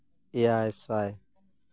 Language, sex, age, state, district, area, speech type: Santali, male, 30-45, Jharkhand, East Singhbhum, rural, spontaneous